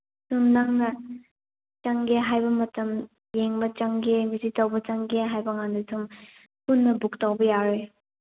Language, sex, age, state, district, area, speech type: Manipuri, female, 18-30, Manipur, Chandel, rural, conversation